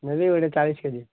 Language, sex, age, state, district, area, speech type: Odia, male, 30-45, Odisha, Malkangiri, urban, conversation